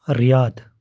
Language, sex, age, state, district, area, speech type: Kashmiri, male, 30-45, Jammu and Kashmir, Pulwama, rural, spontaneous